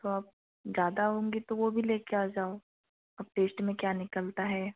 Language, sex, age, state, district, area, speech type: Hindi, female, 18-30, Madhya Pradesh, Betul, rural, conversation